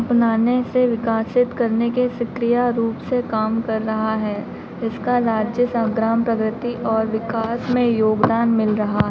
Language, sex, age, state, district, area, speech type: Hindi, female, 30-45, Madhya Pradesh, Harda, urban, spontaneous